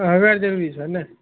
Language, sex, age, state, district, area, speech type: Maithili, male, 18-30, Bihar, Begusarai, rural, conversation